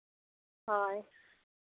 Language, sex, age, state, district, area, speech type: Santali, female, 45-60, Jharkhand, Seraikela Kharsawan, rural, conversation